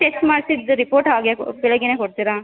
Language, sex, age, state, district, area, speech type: Kannada, female, 18-30, Karnataka, Chamarajanagar, rural, conversation